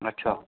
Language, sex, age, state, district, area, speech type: Sindhi, male, 45-60, Gujarat, Kutch, rural, conversation